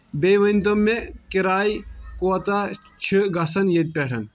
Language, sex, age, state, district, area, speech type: Kashmiri, male, 18-30, Jammu and Kashmir, Kulgam, rural, spontaneous